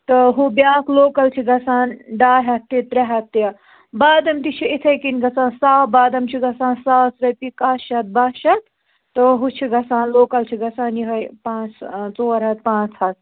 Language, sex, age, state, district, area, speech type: Kashmiri, male, 18-30, Jammu and Kashmir, Budgam, rural, conversation